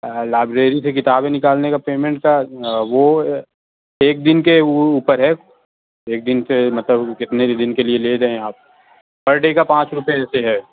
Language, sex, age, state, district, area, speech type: Urdu, male, 30-45, Uttar Pradesh, Azamgarh, rural, conversation